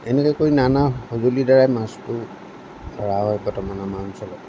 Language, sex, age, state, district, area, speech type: Assamese, male, 45-60, Assam, Lakhimpur, rural, spontaneous